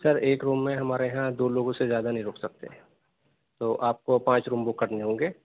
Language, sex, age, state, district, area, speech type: Urdu, male, 30-45, Delhi, Central Delhi, urban, conversation